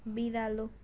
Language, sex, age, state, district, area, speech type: Nepali, female, 30-45, West Bengal, Darjeeling, rural, read